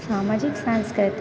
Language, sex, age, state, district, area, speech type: Hindi, female, 18-30, Madhya Pradesh, Hoshangabad, urban, spontaneous